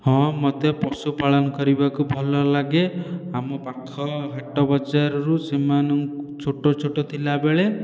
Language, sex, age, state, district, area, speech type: Odia, male, 18-30, Odisha, Khordha, rural, spontaneous